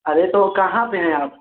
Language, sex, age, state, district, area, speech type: Hindi, male, 18-30, Uttar Pradesh, Mirzapur, rural, conversation